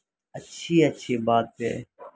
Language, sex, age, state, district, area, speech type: Urdu, male, 30-45, Uttar Pradesh, Muzaffarnagar, urban, spontaneous